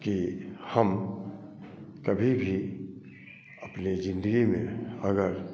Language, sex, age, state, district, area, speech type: Hindi, male, 45-60, Bihar, Samastipur, rural, spontaneous